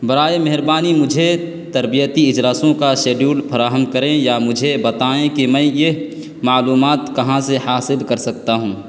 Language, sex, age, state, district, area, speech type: Urdu, male, 18-30, Uttar Pradesh, Balrampur, rural, spontaneous